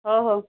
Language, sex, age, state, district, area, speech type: Odia, female, 45-60, Odisha, Angul, rural, conversation